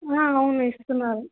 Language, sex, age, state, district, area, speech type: Telugu, female, 18-30, Andhra Pradesh, Sri Balaji, urban, conversation